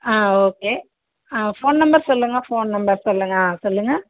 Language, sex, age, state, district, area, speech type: Tamil, female, 60+, Tamil Nadu, Cuddalore, rural, conversation